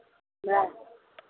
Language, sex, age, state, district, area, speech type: Maithili, female, 60+, Bihar, Araria, rural, conversation